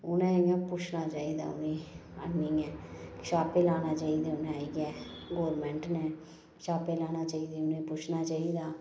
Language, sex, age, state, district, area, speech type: Dogri, female, 30-45, Jammu and Kashmir, Reasi, rural, spontaneous